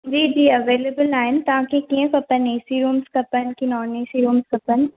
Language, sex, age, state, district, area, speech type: Sindhi, female, 18-30, Maharashtra, Thane, urban, conversation